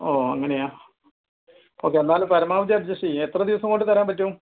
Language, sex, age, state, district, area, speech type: Malayalam, female, 60+, Kerala, Wayanad, rural, conversation